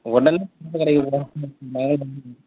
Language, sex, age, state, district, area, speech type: Tamil, male, 30-45, Tamil Nadu, Kallakurichi, urban, conversation